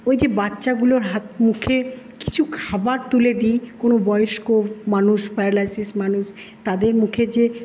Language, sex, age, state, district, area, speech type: Bengali, female, 45-60, West Bengal, Paschim Bardhaman, urban, spontaneous